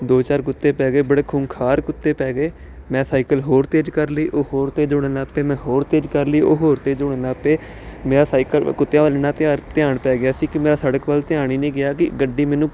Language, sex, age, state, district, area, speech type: Punjabi, male, 30-45, Punjab, Jalandhar, urban, spontaneous